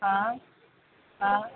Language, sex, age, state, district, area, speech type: Marathi, female, 45-60, Maharashtra, Thane, urban, conversation